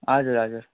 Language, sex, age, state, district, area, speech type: Nepali, male, 18-30, West Bengal, Darjeeling, rural, conversation